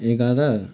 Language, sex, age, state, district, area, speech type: Nepali, male, 18-30, West Bengal, Kalimpong, rural, spontaneous